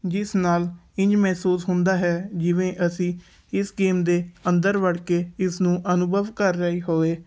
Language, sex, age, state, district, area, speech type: Punjabi, male, 18-30, Punjab, Patiala, urban, spontaneous